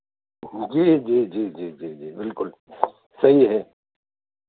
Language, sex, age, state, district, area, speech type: Hindi, male, 45-60, Madhya Pradesh, Ujjain, urban, conversation